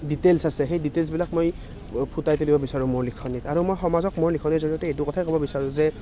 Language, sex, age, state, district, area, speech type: Assamese, male, 18-30, Assam, Nalbari, rural, spontaneous